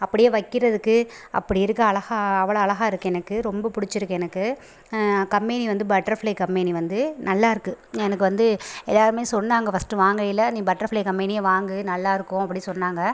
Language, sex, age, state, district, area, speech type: Tamil, female, 30-45, Tamil Nadu, Pudukkottai, rural, spontaneous